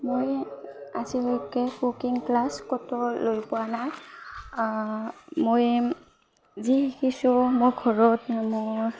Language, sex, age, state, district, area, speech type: Assamese, female, 18-30, Assam, Barpeta, rural, spontaneous